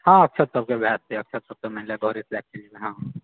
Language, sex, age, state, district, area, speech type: Maithili, male, 45-60, Bihar, Purnia, rural, conversation